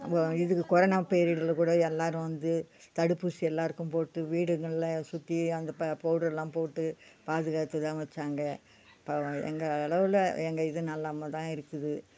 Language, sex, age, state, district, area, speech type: Tamil, female, 60+, Tamil Nadu, Viluppuram, rural, spontaneous